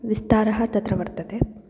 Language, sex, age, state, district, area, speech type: Sanskrit, female, 18-30, Karnataka, Chitradurga, rural, spontaneous